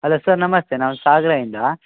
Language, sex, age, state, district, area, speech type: Kannada, male, 18-30, Karnataka, Shimoga, rural, conversation